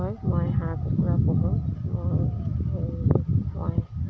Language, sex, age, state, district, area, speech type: Assamese, female, 60+, Assam, Dibrugarh, rural, spontaneous